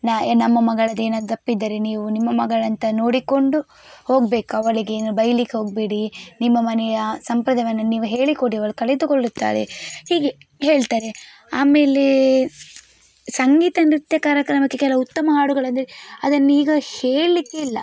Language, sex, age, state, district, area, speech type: Kannada, female, 18-30, Karnataka, Udupi, rural, spontaneous